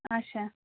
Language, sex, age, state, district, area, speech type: Kashmiri, female, 30-45, Jammu and Kashmir, Pulwama, urban, conversation